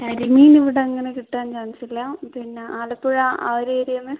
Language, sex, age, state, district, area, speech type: Malayalam, female, 18-30, Kerala, Kozhikode, urban, conversation